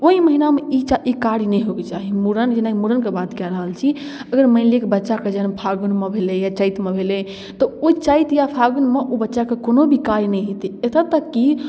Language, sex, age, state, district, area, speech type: Maithili, female, 18-30, Bihar, Darbhanga, rural, spontaneous